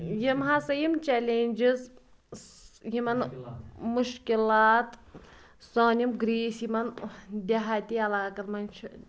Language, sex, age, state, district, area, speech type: Kashmiri, female, 18-30, Jammu and Kashmir, Pulwama, rural, spontaneous